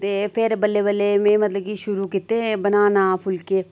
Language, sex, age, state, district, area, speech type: Dogri, female, 30-45, Jammu and Kashmir, Reasi, rural, spontaneous